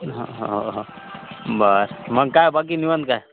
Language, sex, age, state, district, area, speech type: Marathi, male, 30-45, Maharashtra, Hingoli, urban, conversation